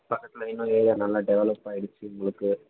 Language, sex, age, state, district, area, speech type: Tamil, male, 18-30, Tamil Nadu, Vellore, rural, conversation